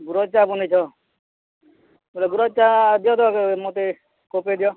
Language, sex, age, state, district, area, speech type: Odia, male, 45-60, Odisha, Bargarh, urban, conversation